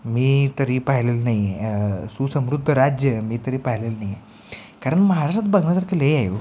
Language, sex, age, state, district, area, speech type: Marathi, male, 18-30, Maharashtra, Sangli, urban, spontaneous